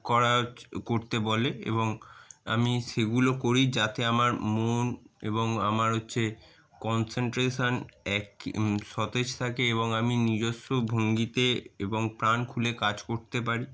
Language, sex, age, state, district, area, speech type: Bengali, male, 30-45, West Bengal, Darjeeling, urban, spontaneous